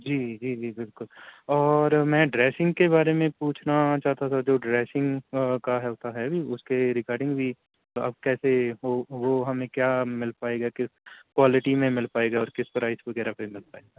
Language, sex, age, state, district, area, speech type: Urdu, male, 30-45, Delhi, New Delhi, urban, conversation